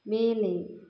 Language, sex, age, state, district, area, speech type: Tamil, female, 18-30, Tamil Nadu, Nagapattinam, rural, read